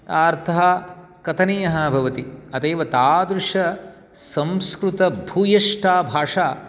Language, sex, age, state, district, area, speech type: Sanskrit, male, 60+, Karnataka, Shimoga, urban, spontaneous